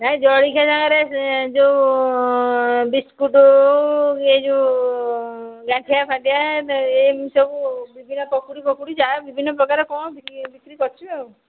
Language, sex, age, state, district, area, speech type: Odia, female, 45-60, Odisha, Angul, rural, conversation